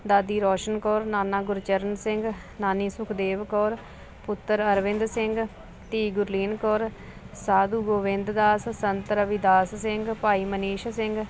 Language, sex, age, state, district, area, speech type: Punjabi, female, 30-45, Punjab, Ludhiana, urban, spontaneous